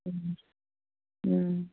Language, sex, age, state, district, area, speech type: Manipuri, female, 60+, Manipur, Kangpokpi, urban, conversation